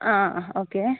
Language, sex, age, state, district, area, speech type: Malayalam, female, 60+, Kerala, Kozhikode, urban, conversation